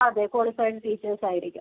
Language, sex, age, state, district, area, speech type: Malayalam, female, 18-30, Kerala, Wayanad, rural, conversation